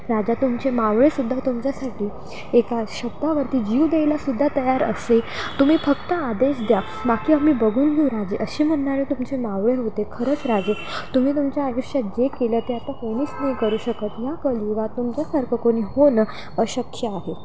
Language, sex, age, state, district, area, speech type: Marathi, female, 18-30, Maharashtra, Nashik, urban, spontaneous